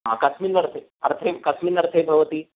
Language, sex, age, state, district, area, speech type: Sanskrit, male, 30-45, Telangana, Hyderabad, urban, conversation